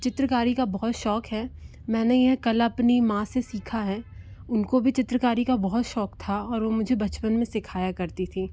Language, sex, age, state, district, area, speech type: Hindi, female, 30-45, Madhya Pradesh, Bhopal, urban, spontaneous